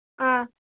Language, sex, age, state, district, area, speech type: Manipuri, female, 18-30, Manipur, Kangpokpi, urban, conversation